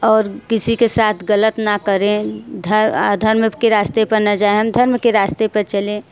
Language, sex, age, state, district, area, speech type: Hindi, female, 30-45, Uttar Pradesh, Mirzapur, rural, spontaneous